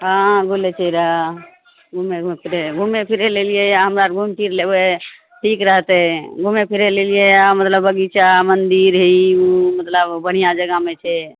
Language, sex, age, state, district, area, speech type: Maithili, female, 30-45, Bihar, Madhepura, rural, conversation